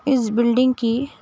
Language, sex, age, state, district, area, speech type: Urdu, female, 30-45, Telangana, Hyderabad, urban, spontaneous